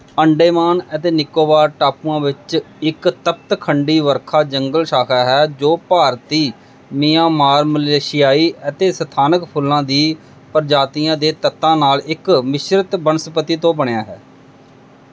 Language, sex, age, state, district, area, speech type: Punjabi, male, 45-60, Punjab, Pathankot, rural, read